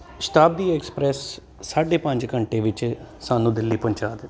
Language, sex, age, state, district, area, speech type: Punjabi, male, 30-45, Punjab, Jalandhar, urban, spontaneous